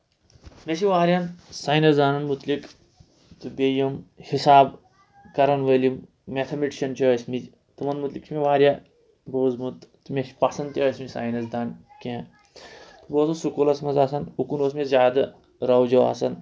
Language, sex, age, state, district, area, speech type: Kashmiri, male, 18-30, Jammu and Kashmir, Shopian, rural, spontaneous